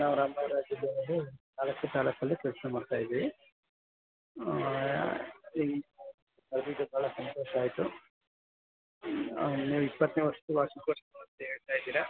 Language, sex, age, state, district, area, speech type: Kannada, male, 45-60, Karnataka, Ramanagara, urban, conversation